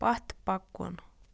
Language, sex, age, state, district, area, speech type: Kashmiri, female, 30-45, Jammu and Kashmir, Budgam, rural, read